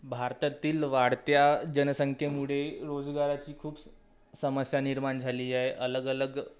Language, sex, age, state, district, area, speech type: Marathi, male, 18-30, Maharashtra, Wardha, urban, spontaneous